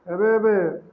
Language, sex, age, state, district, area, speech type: Odia, male, 30-45, Odisha, Balangir, urban, spontaneous